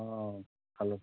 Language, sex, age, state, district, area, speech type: Assamese, male, 30-45, Assam, Majuli, urban, conversation